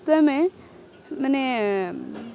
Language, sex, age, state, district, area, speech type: Odia, female, 18-30, Odisha, Kendrapara, urban, spontaneous